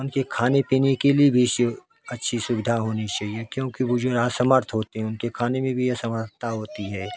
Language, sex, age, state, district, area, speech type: Hindi, male, 45-60, Uttar Pradesh, Jaunpur, rural, spontaneous